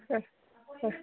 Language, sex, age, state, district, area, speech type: Malayalam, female, 30-45, Kerala, Kasaragod, rural, conversation